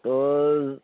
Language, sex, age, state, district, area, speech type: Assamese, male, 30-45, Assam, Barpeta, rural, conversation